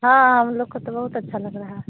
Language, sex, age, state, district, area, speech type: Hindi, female, 45-60, Bihar, Samastipur, rural, conversation